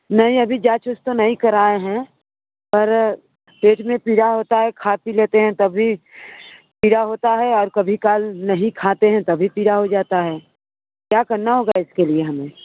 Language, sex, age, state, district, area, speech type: Hindi, female, 30-45, Uttar Pradesh, Mirzapur, rural, conversation